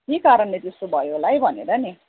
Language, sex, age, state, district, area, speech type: Nepali, female, 45-60, West Bengal, Jalpaiguri, urban, conversation